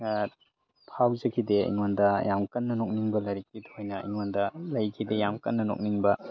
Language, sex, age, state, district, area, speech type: Manipuri, male, 30-45, Manipur, Tengnoupal, urban, spontaneous